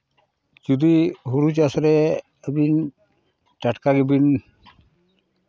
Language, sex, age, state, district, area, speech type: Santali, male, 45-60, Jharkhand, Seraikela Kharsawan, rural, spontaneous